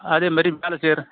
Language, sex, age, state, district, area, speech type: Tamil, male, 45-60, Tamil Nadu, Viluppuram, rural, conversation